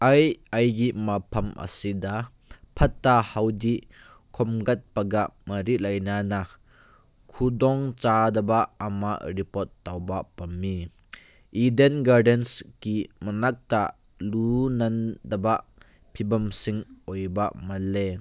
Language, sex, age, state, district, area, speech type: Manipuri, male, 18-30, Manipur, Kangpokpi, urban, read